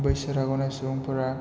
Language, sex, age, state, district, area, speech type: Bodo, male, 30-45, Assam, Chirang, rural, spontaneous